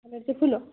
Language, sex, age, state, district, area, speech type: Marathi, female, 18-30, Maharashtra, Hingoli, urban, conversation